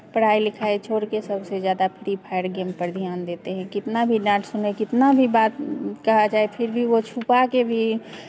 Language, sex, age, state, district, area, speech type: Hindi, female, 45-60, Bihar, Begusarai, rural, spontaneous